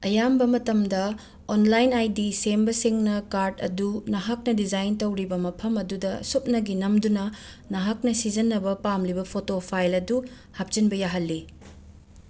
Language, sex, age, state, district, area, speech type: Manipuri, female, 30-45, Manipur, Imphal West, urban, read